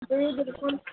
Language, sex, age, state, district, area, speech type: Hindi, female, 30-45, Uttar Pradesh, Sitapur, rural, conversation